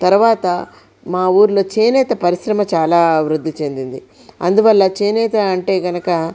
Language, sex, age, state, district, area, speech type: Telugu, female, 45-60, Andhra Pradesh, Krishna, rural, spontaneous